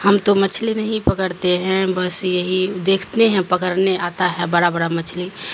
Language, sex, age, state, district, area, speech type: Urdu, female, 45-60, Bihar, Darbhanga, rural, spontaneous